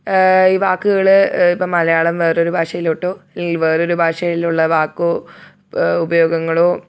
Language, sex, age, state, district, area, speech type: Malayalam, female, 18-30, Kerala, Thiruvananthapuram, urban, spontaneous